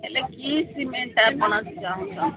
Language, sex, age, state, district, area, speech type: Odia, female, 60+, Odisha, Gajapati, rural, conversation